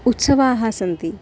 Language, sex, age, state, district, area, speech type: Sanskrit, female, 30-45, Maharashtra, Nagpur, urban, spontaneous